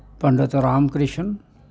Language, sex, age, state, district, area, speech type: Dogri, male, 60+, Jammu and Kashmir, Samba, rural, spontaneous